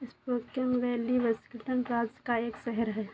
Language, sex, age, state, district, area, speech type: Hindi, female, 30-45, Uttar Pradesh, Sitapur, rural, read